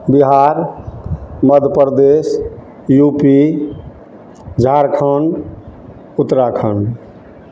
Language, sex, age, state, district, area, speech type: Maithili, male, 60+, Bihar, Madhepura, urban, spontaneous